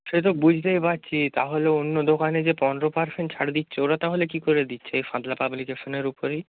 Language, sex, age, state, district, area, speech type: Bengali, male, 18-30, West Bengal, Bankura, rural, conversation